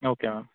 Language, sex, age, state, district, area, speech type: Tamil, male, 18-30, Tamil Nadu, Mayiladuthurai, rural, conversation